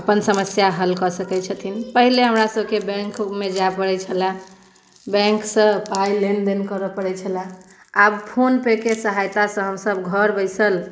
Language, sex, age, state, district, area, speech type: Maithili, female, 18-30, Bihar, Muzaffarpur, rural, spontaneous